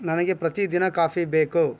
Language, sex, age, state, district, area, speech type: Kannada, male, 30-45, Karnataka, Bangalore Rural, rural, read